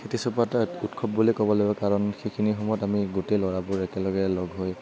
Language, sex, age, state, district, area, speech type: Assamese, male, 18-30, Assam, Kamrup Metropolitan, rural, spontaneous